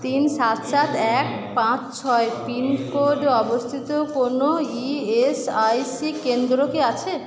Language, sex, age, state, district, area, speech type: Bengali, female, 30-45, West Bengal, Purba Bardhaman, urban, read